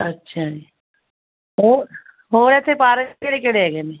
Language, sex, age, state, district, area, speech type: Punjabi, female, 60+, Punjab, Fazilka, rural, conversation